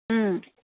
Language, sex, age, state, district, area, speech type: Manipuri, female, 30-45, Manipur, Chandel, rural, conversation